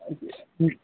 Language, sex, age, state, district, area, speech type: Kashmiri, male, 45-60, Jammu and Kashmir, Srinagar, urban, conversation